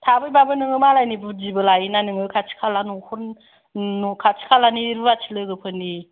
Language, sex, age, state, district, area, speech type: Bodo, female, 45-60, Assam, Kokrajhar, urban, conversation